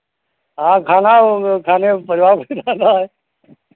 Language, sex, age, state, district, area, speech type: Hindi, male, 60+, Uttar Pradesh, Lucknow, rural, conversation